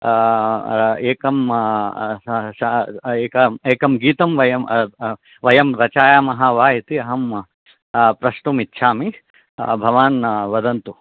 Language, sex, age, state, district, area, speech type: Sanskrit, male, 30-45, Karnataka, Chikkaballapur, urban, conversation